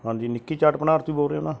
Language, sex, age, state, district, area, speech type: Punjabi, male, 30-45, Punjab, Mansa, urban, spontaneous